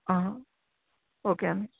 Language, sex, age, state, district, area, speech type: Telugu, male, 18-30, Telangana, Vikarabad, urban, conversation